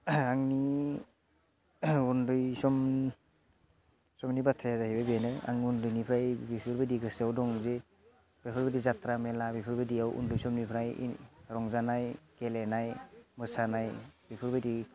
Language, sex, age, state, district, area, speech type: Bodo, male, 18-30, Assam, Udalguri, rural, spontaneous